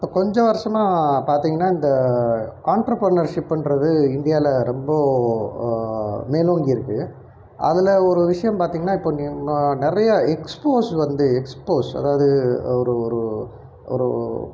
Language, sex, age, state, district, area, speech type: Tamil, male, 45-60, Tamil Nadu, Erode, urban, spontaneous